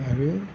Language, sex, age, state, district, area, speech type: Assamese, male, 60+, Assam, Nalbari, rural, spontaneous